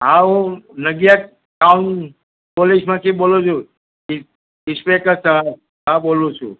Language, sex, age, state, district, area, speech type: Gujarati, male, 60+, Gujarat, Kheda, rural, conversation